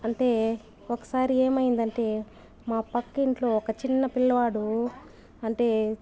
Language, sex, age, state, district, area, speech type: Telugu, female, 30-45, Andhra Pradesh, Sri Balaji, rural, spontaneous